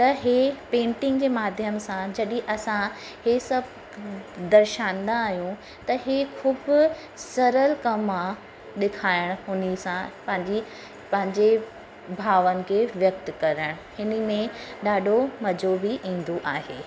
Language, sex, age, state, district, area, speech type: Sindhi, female, 30-45, Uttar Pradesh, Lucknow, rural, spontaneous